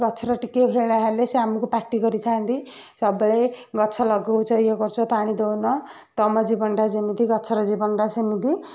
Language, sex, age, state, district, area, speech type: Odia, female, 30-45, Odisha, Kendujhar, urban, spontaneous